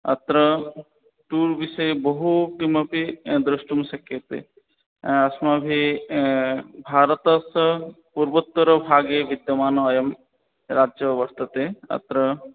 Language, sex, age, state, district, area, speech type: Sanskrit, male, 30-45, West Bengal, Purba Medinipur, rural, conversation